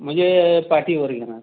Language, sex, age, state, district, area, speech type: Marathi, male, 45-60, Maharashtra, Raigad, rural, conversation